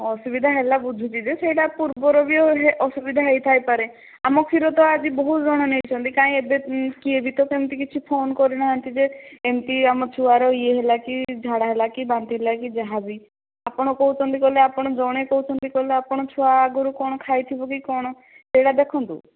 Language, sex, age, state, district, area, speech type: Odia, female, 18-30, Odisha, Kandhamal, rural, conversation